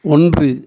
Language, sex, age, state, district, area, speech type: Tamil, male, 45-60, Tamil Nadu, Thoothukudi, rural, read